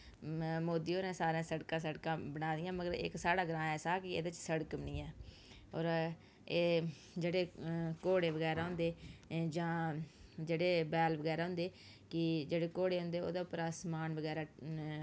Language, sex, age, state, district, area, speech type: Dogri, female, 30-45, Jammu and Kashmir, Udhampur, rural, spontaneous